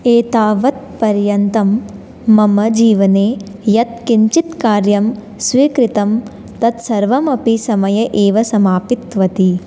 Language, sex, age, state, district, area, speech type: Sanskrit, female, 18-30, Rajasthan, Jaipur, urban, spontaneous